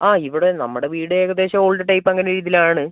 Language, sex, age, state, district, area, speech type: Malayalam, female, 18-30, Kerala, Wayanad, rural, conversation